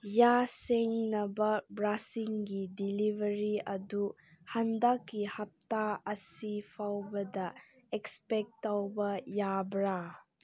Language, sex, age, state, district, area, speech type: Manipuri, female, 18-30, Manipur, Senapati, urban, read